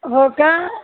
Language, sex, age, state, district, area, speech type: Marathi, female, 30-45, Maharashtra, Buldhana, rural, conversation